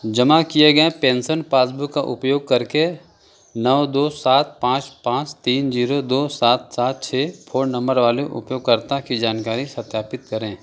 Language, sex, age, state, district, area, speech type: Hindi, male, 30-45, Uttar Pradesh, Chandauli, urban, read